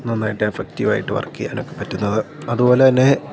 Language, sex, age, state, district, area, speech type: Malayalam, male, 18-30, Kerala, Idukki, rural, spontaneous